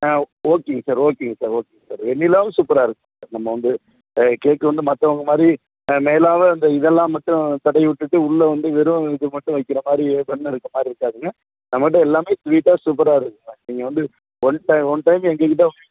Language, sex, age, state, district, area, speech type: Tamil, male, 45-60, Tamil Nadu, Madurai, urban, conversation